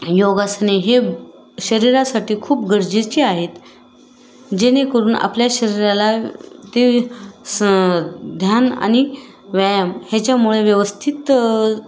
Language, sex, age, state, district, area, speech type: Marathi, female, 30-45, Maharashtra, Osmanabad, rural, spontaneous